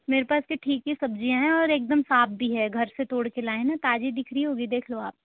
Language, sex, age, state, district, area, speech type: Hindi, female, 60+, Madhya Pradesh, Balaghat, rural, conversation